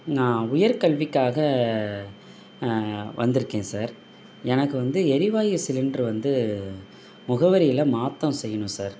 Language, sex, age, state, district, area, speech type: Tamil, male, 45-60, Tamil Nadu, Thanjavur, rural, spontaneous